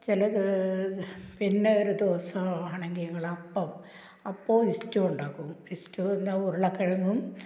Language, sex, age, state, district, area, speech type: Malayalam, female, 60+, Kerala, Malappuram, rural, spontaneous